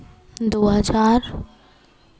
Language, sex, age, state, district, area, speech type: Hindi, female, 18-30, Madhya Pradesh, Hoshangabad, urban, spontaneous